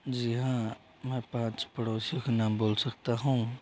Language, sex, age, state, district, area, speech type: Hindi, male, 18-30, Rajasthan, Jodhpur, rural, spontaneous